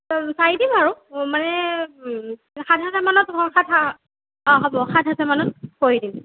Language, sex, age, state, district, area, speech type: Assamese, female, 18-30, Assam, Morigaon, rural, conversation